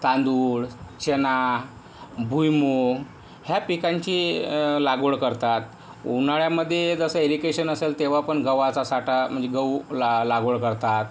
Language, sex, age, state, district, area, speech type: Marathi, male, 18-30, Maharashtra, Yavatmal, rural, spontaneous